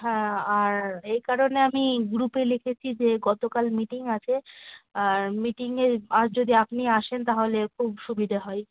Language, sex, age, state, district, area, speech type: Bengali, female, 18-30, West Bengal, Malda, rural, conversation